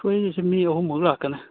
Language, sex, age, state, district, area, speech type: Manipuri, male, 30-45, Manipur, Churachandpur, rural, conversation